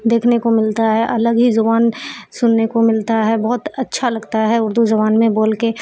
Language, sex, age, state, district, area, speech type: Urdu, female, 45-60, Bihar, Supaul, urban, spontaneous